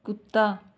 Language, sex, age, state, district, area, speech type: Hindi, female, 18-30, Rajasthan, Nagaur, rural, read